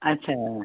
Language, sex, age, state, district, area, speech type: Hindi, female, 60+, Madhya Pradesh, Ujjain, urban, conversation